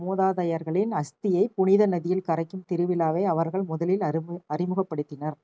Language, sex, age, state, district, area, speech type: Tamil, female, 45-60, Tamil Nadu, Namakkal, rural, read